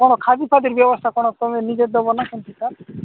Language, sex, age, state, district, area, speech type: Odia, male, 45-60, Odisha, Nabarangpur, rural, conversation